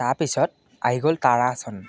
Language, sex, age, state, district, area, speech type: Assamese, male, 18-30, Assam, Biswanath, rural, spontaneous